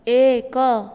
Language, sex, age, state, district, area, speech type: Odia, female, 18-30, Odisha, Jajpur, rural, read